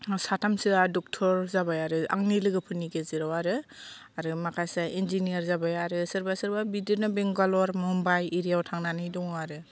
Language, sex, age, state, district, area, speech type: Bodo, female, 45-60, Assam, Kokrajhar, rural, spontaneous